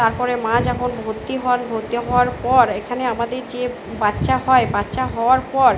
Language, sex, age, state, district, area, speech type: Bengali, female, 45-60, West Bengal, Purba Bardhaman, urban, spontaneous